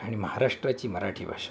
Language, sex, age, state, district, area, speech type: Marathi, male, 60+, Maharashtra, Thane, rural, spontaneous